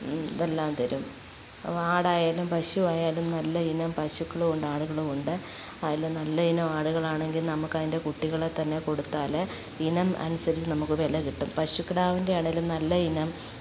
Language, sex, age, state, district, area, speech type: Malayalam, female, 45-60, Kerala, Alappuzha, rural, spontaneous